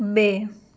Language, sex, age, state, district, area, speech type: Gujarati, female, 18-30, Gujarat, Anand, urban, read